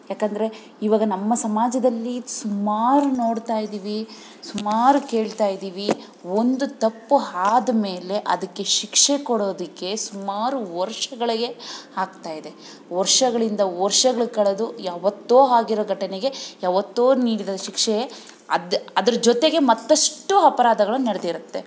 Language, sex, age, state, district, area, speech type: Kannada, female, 30-45, Karnataka, Bangalore Rural, rural, spontaneous